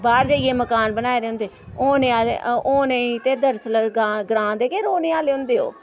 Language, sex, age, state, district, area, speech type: Dogri, female, 45-60, Jammu and Kashmir, Samba, rural, spontaneous